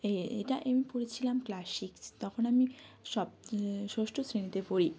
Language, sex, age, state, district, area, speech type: Bengali, female, 18-30, West Bengal, Jalpaiguri, rural, spontaneous